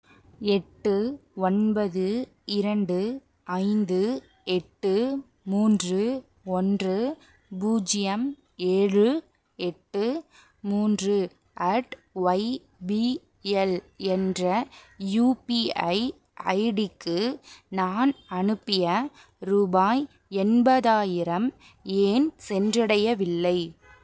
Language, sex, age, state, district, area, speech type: Tamil, female, 30-45, Tamil Nadu, Pudukkottai, rural, read